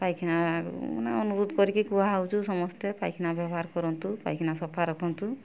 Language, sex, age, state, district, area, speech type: Odia, female, 45-60, Odisha, Mayurbhanj, rural, spontaneous